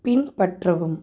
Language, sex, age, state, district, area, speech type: Tamil, female, 45-60, Tamil Nadu, Pudukkottai, rural, read